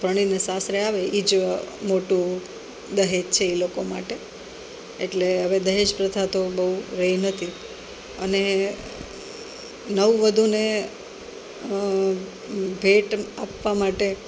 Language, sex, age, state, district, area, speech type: Gujarati, female, 45-60, Gujarat, Rajkot, urban, spontaneous